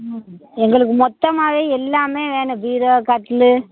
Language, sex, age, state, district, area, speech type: Tamil, female, 60+, Tamil Nadu, Pudukkottai, rural, conversation